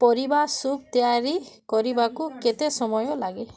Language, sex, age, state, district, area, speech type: Odia, female, 30-45, Odisha, Bargarh, urban, read